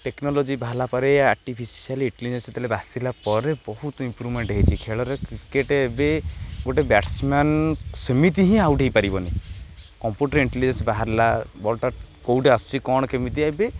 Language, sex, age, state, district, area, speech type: Odia, male, 18-30, Odisha, Jagatsinghpur, urban, spontaneous